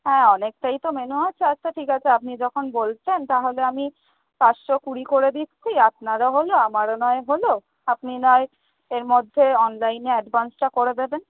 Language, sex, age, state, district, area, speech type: Bengali, female, 18-30, West Bengal, South 24 Parganas, urban, conversation